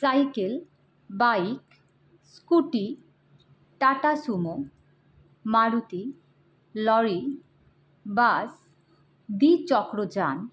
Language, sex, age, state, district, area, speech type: Bengali, female, 18-30, West Bengal, Hooghly, urban, spontaneous